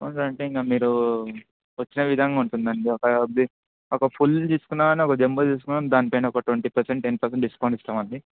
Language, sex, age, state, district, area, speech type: Telugu, male, 18-30, Telangana, Ranga Reddy, urban, conversation